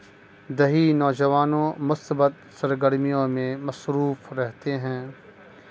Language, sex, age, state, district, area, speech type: Urdu, male, 30-45, Bihar, Madhubani, rural, spontaneous